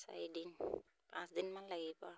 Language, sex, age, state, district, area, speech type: Assamese, female, 45-60, Assam, Sivasagar, rural, spontaneous